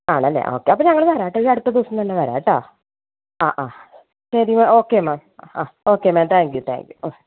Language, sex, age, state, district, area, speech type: Malayalam, female, 30-45, Kerala, Malappuram, rural, conversation